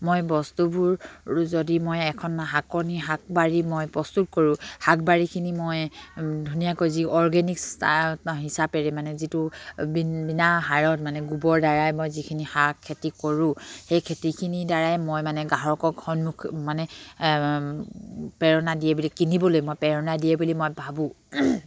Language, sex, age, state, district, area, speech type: Assamese, female, 45-60, Assam, Dibrugarh, rural, spontaneous